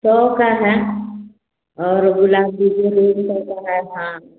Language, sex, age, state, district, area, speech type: Hindi, female, 30-45, Bihar, Samastipur, rural, conversation